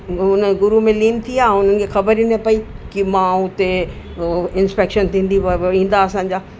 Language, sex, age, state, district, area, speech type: Sindhi, female, 60+, Delhi, South Delhi, urban, spontaneous